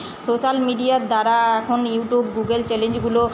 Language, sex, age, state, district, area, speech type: Bengali, female, 30-45, West Bengal, Paschim Bardhaman, urban, spontaneous